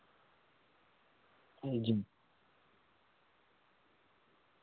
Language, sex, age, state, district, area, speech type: Urdu, male, 30-45, Bihar, Araria, rural, conversation